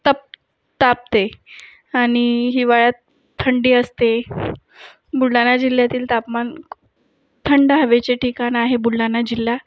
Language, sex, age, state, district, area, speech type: Marathi, female, 18-30, Maharashtra, Buldhana, urban, spontaneous